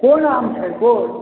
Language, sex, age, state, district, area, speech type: Maithili, male, 45-60, Bihar, Sitamarhi, rural, conversation